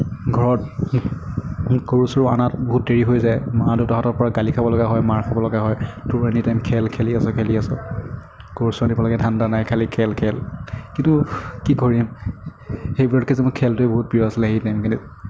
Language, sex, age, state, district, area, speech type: Assamese, male, 18-30, Assam, Kamrup Metropolitan, urban, spontaneous